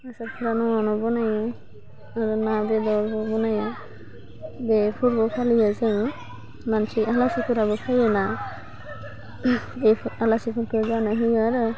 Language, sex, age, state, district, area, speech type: Bodo, female, 18-30, Assam, Udalguri, urban, spontaneous